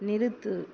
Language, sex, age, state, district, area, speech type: Tamil, female, 45-60, Tamil Nadu, Viluppuram, urban, read